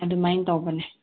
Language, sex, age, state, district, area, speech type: Manipuri, female, 18-30, Manipur, Senapati, urban, conversation